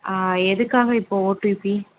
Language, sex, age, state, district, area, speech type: Tamil, female, 18-30, Tamil Nadu, Chennai, urban, conversation